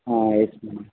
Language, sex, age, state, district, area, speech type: Kannada, male, 18-30, Karnataka, Dharwad, urban, conversation